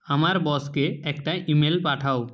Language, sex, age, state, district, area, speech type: Bengali, male, 60+, West Bengal, Purba Medinipur, rural, read